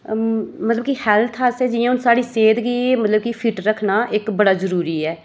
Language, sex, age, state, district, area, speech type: Dogri, female, 30-45, Jammu and Kashmir, Reasi, rural, spontaneous